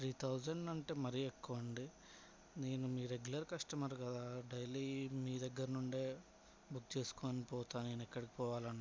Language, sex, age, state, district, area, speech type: Telugu, male, 18-30, Telangana, Hyderabad, rural, spontaneous